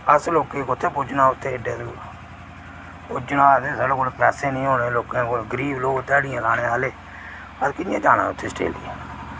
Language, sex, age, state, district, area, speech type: Dogri, male, 18-30, Jammu and Kashmir, Reasi, rural, spontaneous